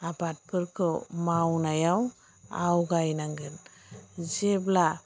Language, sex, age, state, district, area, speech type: Bodo, female, 45-60, Assam, Chirang, rural, spontaneous